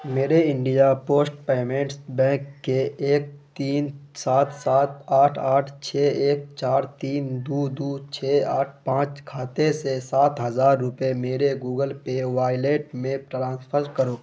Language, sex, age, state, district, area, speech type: Urdu, male, 18-30, Bihar, Khagaria, rural, read